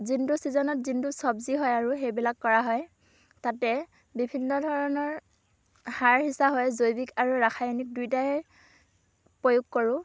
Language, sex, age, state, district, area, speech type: Assamese, female, 18-30, Assam, Dhemaji, rural, spontaneous